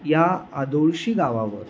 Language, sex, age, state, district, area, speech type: Marathi, male, 30-45, Maharashtra, Sangli, urban, spontaneous